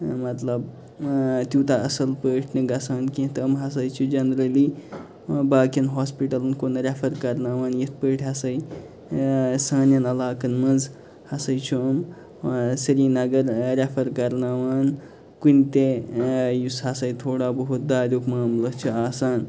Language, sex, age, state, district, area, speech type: Kashmiri, male, 30-45, Jammu and Kashmir, Kupwara, rural, spontaneous